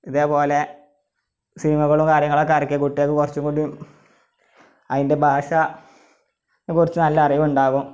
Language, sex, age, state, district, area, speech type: Malayalam, male, 18-30, Kerala, Malappuram, rural, spontaneous